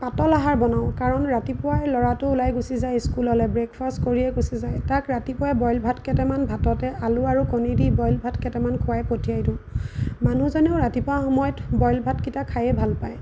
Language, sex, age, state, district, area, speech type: Assamese, female, 30-45, Assam, Lakhimpur, rural, spontaneous